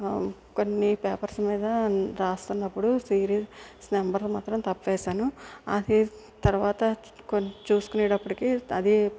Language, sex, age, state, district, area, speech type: Telugu, female, 45-60, Andhra Pradesh, East Godavari, rural, spontaneous